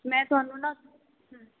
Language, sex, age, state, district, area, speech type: Punjabi, female, 18-30, Punjab, Jalandhar, urban, conversation